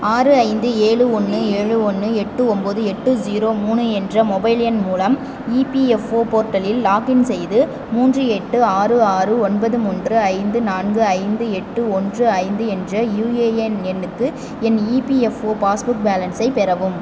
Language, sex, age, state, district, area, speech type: Tamil, female, 18-30, Tamil Nadu, Pudukkottai, rural, read